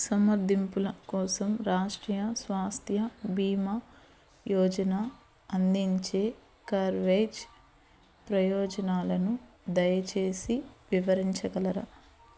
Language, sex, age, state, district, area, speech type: Telugu, female, 30-45, Andhra Pradesh, Eluru, urban, read